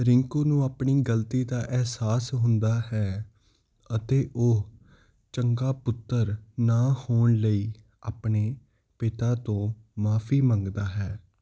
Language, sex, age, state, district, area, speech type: Punjabi, male, 18-30, Punjab, Hoshiarpur, urban, read